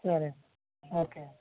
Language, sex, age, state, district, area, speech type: Telugu, male, 18-30, Andhra Pradesh, Konaseema, rural, conversation